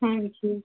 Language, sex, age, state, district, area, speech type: Punjabi, female, 18-30, Punjab, Hoshiarpur, rural, conversation